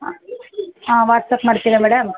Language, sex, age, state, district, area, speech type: Kannada, female, 30-45, Karnataka, Chamarajanagar, rural, conversation